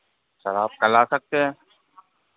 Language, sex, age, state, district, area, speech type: Hindi, male, 45-60, Madhya Pradesh, Hoshangabad, rural, conversation